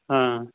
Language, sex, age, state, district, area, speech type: Manipuri, male, 18-30, Manipur, Churachandpur, rural, conversation